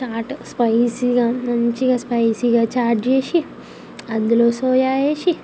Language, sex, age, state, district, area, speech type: Telugu, female, 18-30, Telangana, Ranga Reddy, urban, spontaneous